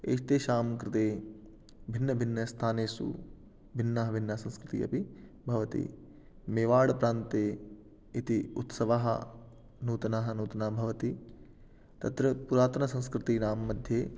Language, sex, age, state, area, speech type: Sanskrit, male, 18-30, Rajasthan, urban, spontaneous